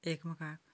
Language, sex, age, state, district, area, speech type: Goan Konkani, female, 45-60, Goa, Canacona, rural, spontaneous